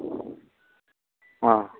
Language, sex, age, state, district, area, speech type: Bodo, male, 60+, Assam, Chirang, rural, conversation